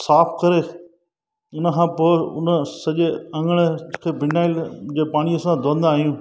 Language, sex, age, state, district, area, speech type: Sindhi, male, 45-60, Gujarat, Junagadh, rural, spontaneous